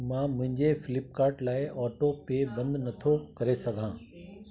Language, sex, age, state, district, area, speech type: Sindhi, male, 60+, Delhi, South Delhi, urban, read